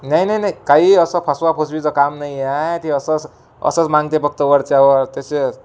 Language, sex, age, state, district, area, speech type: Marathi, male, 18-30, Maharashtra, Amravati, urban, spontaneous